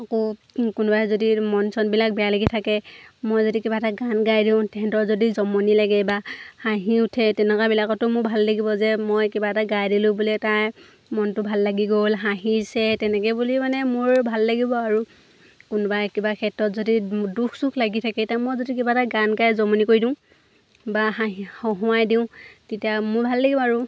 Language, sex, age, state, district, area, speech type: Assamese, female, 18-30, Assam, Lakhimpur, rural, spontaneous